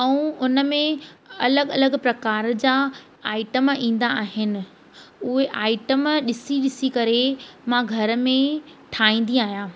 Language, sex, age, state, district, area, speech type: Sindhi, female, 18-30, Madhya Pradesh, Katni, urban, spontaneous